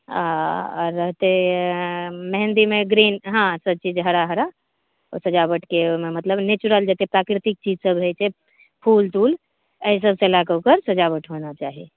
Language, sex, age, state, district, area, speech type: Maithili, female, 45-60, Bihar, Saharsa, urban, conversation